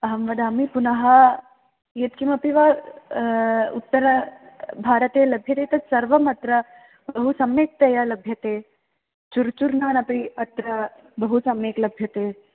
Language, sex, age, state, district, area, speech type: Sanskrit, female, 18-30, Kerala, Palakkad, urban, conversation